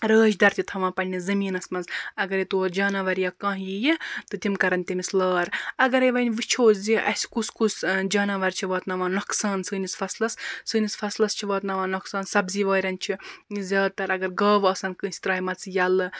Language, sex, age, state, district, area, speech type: Kashmiri, female, 45-60, Jammu and Kashmir, Baramulla, rural, spontaneous